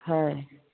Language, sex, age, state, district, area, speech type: Assamese, female, 60+, Assam, Udalguri, rural, conversation